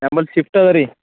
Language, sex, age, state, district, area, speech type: Kannada, male, 18-30, Karnataka, Bidar, urban, conversation